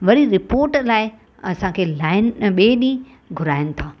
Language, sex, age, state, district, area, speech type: Sindhi, female, 45-60, Maharashtra, Mumbai Suburban, urban, spontaneous